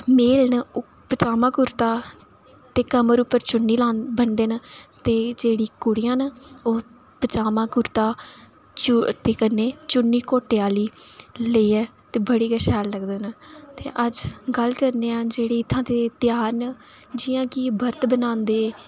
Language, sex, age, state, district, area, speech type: Dogri, female, 18-30, Jammu and Kashmir, Reasi, rural, spontaneous